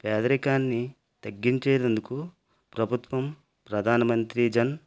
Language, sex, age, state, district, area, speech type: Telugu, male, 45-60, Andhra Pradesh, West Godavari, rural, spontaneous